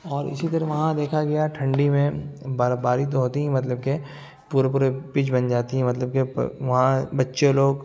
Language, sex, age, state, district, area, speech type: Urdu, male, 18-30, Uttar Pradesh, Lucknow, urban, spontaneous